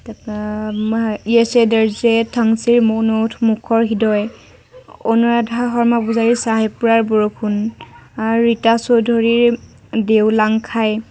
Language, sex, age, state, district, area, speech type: Assamese, female, 18-30, Assam, Lakhimpur, rural, spontaneous